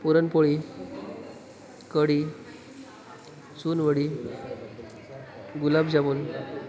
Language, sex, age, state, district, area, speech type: Marathi, male, 18-30, Maharashtra, Wardha, urban, spontaneous